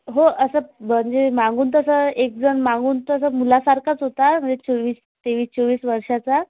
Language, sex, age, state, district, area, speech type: Marathi, female, 18-30, Maharashtra, Amravati, urban, conversation